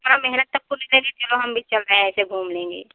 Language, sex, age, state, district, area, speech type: Hindi, female, 18-30, Uttar Pradesh, Prayagraj, rural, conversation